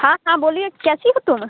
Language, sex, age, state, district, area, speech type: Hindi, female, 18-30, Bihar, Muzaffarpur, rural, conversation